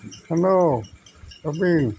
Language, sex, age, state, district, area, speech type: Assamese, male, 45-60, Assam, Jorhat, urban, spontaneous